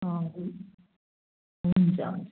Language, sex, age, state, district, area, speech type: Nepali, female, 60+, West Bengal, Kalimpong, rural, conversation